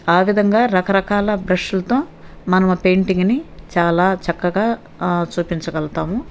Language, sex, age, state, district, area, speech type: Telugu, female, 60+, Andhra Pradesh, Nellore, rural, spontaneous